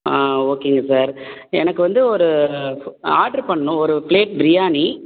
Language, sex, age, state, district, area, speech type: Tamil, male, 45-60, Tamil Nadu, Thanjavur, rural, conversation